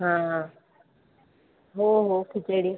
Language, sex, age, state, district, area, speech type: Marathi, female, 18-30, Maharashtra, Buldhana, rural, conversation